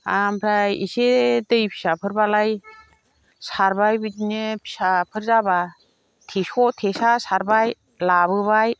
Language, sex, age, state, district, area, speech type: Bodo, female, 60+, Assam, Chirang, rural, spontaneous